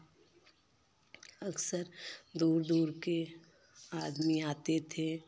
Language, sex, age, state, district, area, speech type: Hindi, female, 30-45, Uttar Pradesh, Jaunpur, urban, spontaneous